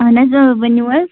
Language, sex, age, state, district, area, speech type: Kashmiri, female, 18-30, Jammu and Kashmir, Budgam, rural, conversation